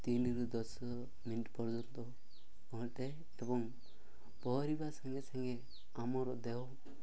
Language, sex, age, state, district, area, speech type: Odia, male, 18-30, Odisha, Nabarangpur, urban, spontaneous